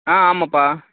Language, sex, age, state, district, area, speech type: Tamil, male, 30-45, Tamil Nadu, Tiruchirappalli, rural, conversation